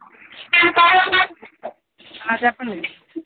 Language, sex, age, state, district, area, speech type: Telugu, female, 30-45, Andhra Pradesh, Bapatla, urban, conversation